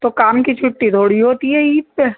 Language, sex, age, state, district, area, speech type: Urdu, female, 60+, Uttar Pradesh, Rampur, urban, conversation